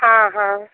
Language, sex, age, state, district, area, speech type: Hindi, female, 30-45, Bihar, Muzaffarpur, rural, conversation